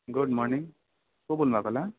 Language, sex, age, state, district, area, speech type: Nepali, male, 30-45, West Bengal, Kalimpong, rural, conversation